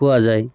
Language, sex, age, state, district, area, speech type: Assamese, male, 30-45, Assam, Barpeta, rural, spontaneous